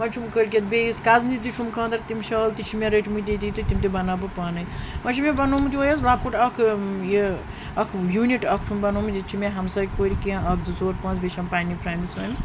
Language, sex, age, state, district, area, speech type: Kashmiri, female, 30-45, Jammu and Kashmir, Srinagar, urban, spontaneous